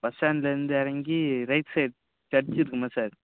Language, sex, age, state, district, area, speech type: Tamil, male, 18-30, Tamil Nadu, Nagapattinam, rural, conversation